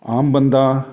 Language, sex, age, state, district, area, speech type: Punjabi, male, 45-60, Punjab, Jalandhar, urban, spontaneous